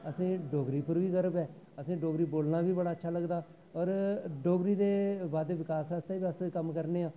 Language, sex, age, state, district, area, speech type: Dogri, male, 45-60, Jammu and Kashmir, Jammu, rural, spontaneous